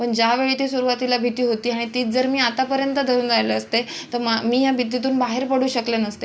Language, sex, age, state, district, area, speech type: Marathi, female, 18-30, Maharashtra, Sindhudurg, rural, spontaneous